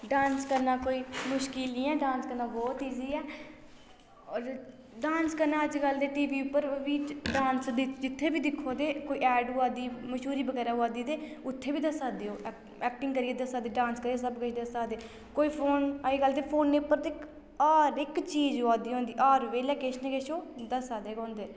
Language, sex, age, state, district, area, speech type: Dogri, female, 18-30, Jammu and Kashmir, Reasi, rural, spontaneous